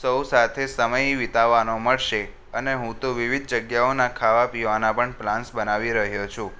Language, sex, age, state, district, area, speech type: Gujarati, male, 18-30, Gujarat, Kheda, rural, spontaneous